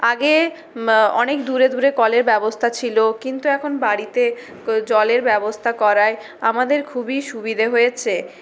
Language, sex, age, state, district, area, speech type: Bengali, female, 60+, West Bengal, Purulia, urban, spontaneous